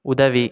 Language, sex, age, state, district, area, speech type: Tamil, male, 18-30, Tamil Nadu, Nilgiris, urban, read